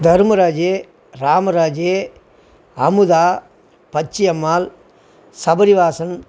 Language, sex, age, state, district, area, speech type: Tamil, male, 60+, Tamil Nadu, Tiruvannamalai, rural, spontaneous